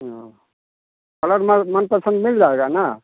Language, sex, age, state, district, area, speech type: Hindi, male, 60+, Bihar, Samastipur, urban, conversation